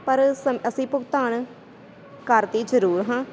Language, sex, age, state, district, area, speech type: Punjabi, female, 18-30, Punjab, Sangrur, rural, spontaneous